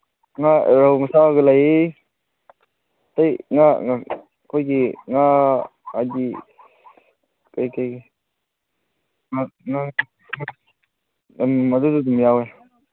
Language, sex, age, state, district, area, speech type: Manipuri, male, 18-30, Manipur, Kangpokpi, urban, conversation